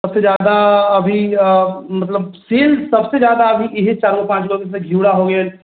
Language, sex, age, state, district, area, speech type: Maithili, female, 18-30, Bihar, Sitamarhi, rural, conversation